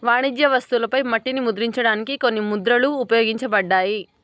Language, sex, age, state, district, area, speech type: Telugu, female, 18-30, Telangana, Vikarabad, rural, read